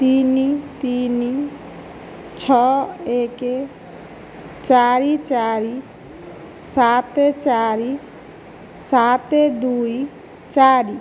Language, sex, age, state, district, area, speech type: Odia, male, 60+, Odisha, Nayagarh, rural, read